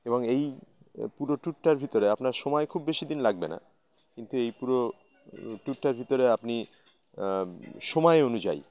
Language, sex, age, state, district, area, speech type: Bengali, male, 30-45, West Bengal, Howrah, urban, spontaneous